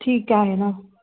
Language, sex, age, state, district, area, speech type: Marathi, female, 18-30, Maharashtra, Yavatmal, urban, conversation